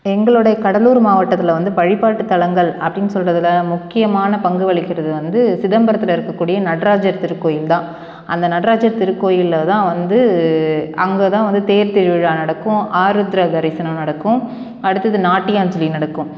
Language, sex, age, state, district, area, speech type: Tamil, female, 30-45, Tamil Nadu, Cuddalore, rural, spontaneous